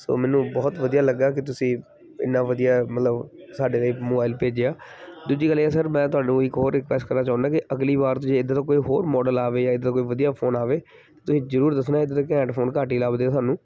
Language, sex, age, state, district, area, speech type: Punjabi, male, 30-45, Punjab, Kapurthala, urban, spontaneous